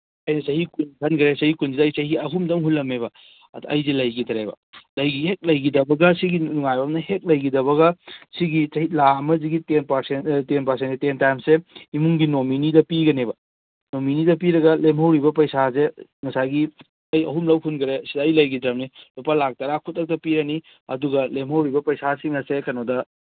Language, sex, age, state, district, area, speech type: Manipuri, male, 30-45, Manipur, Kangpokpi, urban, conversation